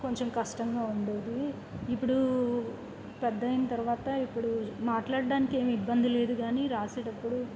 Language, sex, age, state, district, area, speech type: Telugu, female, 30-45, Andhra Pradesh, N T Rama Rao, urban, spontaneous